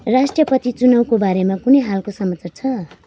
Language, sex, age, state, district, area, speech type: Nepali, female, 30-45, West Bengal, Jalpaiguri, rural, read